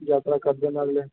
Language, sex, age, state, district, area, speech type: Dogri, male, 18-30, Jammu and Kashmir, Jammu, urban, conversation